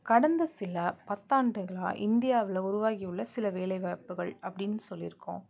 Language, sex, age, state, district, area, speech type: Tamil, female, 18-30, Tamil Nadu, Nagapattinam, rural, spontaneous